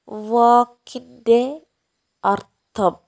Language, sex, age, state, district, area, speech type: Malayalam, female, 60+, Kerala, Wayanad, rural, read